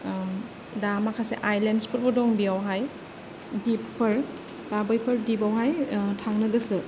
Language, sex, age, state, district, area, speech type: Bodo, female, 30-45, Assam, Kokrajhar, rural, spontaneous